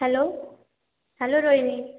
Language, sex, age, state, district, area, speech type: Marathi, female, 18-30, Maharashtra, Washim, rural, conversation